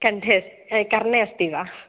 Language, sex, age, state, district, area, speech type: Sanskrit, female, 18-30, Kerala, Kozhikode, urban, conversation